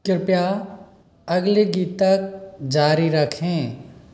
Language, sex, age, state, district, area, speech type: Hindi, male, 45-60, Rajasthan, Karauli, rural, read